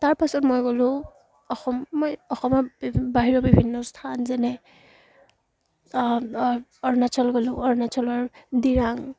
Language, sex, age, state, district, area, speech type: Assamese, female, 18-30, Assam, Charaideo, rural, spontaneous